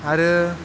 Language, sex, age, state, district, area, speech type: Bodo, male, 18-30, Assam, Chirang, rural, spontaneous